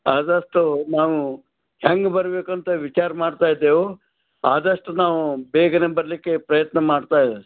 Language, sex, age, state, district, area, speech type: Kannada, male, 60+, Karnataka, Gulbarga, urban, conversation